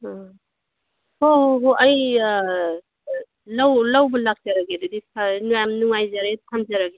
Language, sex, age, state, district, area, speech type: Manipuri, female, 45-60, Manipur, Kangpokpi, urban, conversation